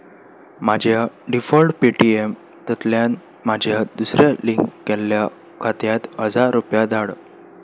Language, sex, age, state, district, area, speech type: Goan Konkani, male, 18-30, Goa, Salcete, urban, read